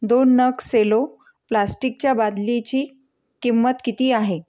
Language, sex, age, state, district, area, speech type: Marathi, female, 30-45, Maharashtra, Amravati, urban, read